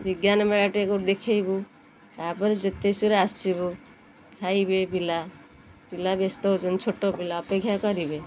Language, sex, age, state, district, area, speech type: Odia, female, 30-45, Odisha, Kendrapara, urban, spontaneous